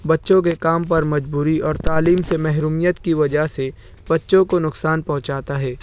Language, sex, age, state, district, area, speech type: Urdu, male, 18-30, Maharashtra, Nashik, rural, spontaneous